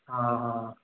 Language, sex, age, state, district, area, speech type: Malayalam, male, 18-30, Kerala, Wayanad, rural, conversation